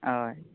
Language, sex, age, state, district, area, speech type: Goan Konkani, male, 18-30, Goa, Bardez, rural, conversation